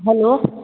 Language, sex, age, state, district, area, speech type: Maithili, female, 45-60, Bihar, Supaul, urban, conversation